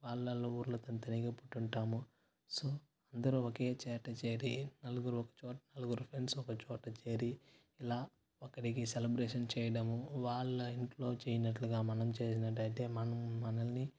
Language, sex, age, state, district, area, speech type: Telugu, male, 18-30, Andhra Pradesh, Sri Balaji, rural, spontaneous